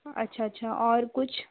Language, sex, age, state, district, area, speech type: Hindi, female, 18-30, Uttar Pradesh, Jaunpur, urban, conversation